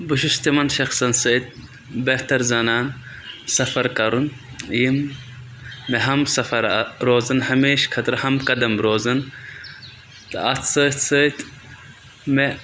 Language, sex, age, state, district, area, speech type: Kashmiri, male, 18-30, Jammu and Kashmir, Budgam, rural, spontaneous